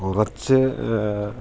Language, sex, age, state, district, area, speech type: Malayalam, male, 45-60, Kerala, Kottayam, rural, spontaneous